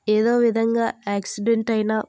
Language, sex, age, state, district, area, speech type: Telugu, female, 30-45, Andhra Pradesh, Vizianagaram, rural, spontaneous